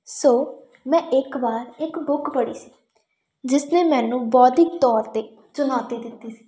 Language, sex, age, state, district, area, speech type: Punjabi, female, 18-30, Punjab, Tarn Taran, rural, spontaneous